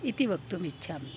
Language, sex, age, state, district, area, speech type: Sanskrit, female, 60+, Maharashtra, Nagpur, urban, spontaneous